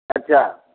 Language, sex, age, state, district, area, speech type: Hindi, male, 60+, Bihar, Muzaffarpur, rural, conversation